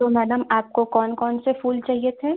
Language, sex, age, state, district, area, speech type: Hindi, female, 18-30, Uttar Pradesh, Chandauli, urban, conversation